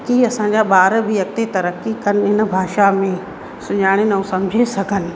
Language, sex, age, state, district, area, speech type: Sindhi, female, 30-45, Madhya Pradesh, Katni, urban, spontaneous